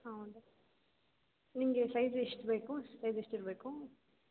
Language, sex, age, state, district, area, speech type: Kannada, female, 18-30, Karnataka, Tumkur, urban, conversation